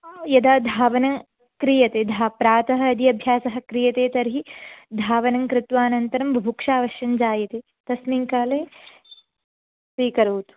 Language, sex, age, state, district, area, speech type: Sanskrit, female, 18-30, Karnataka, Belgaum, rural, conversation